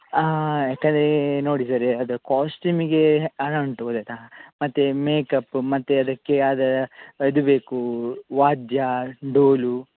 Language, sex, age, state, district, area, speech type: Kannada, male, 30-45, Karnataka, Udupi, rural, conversation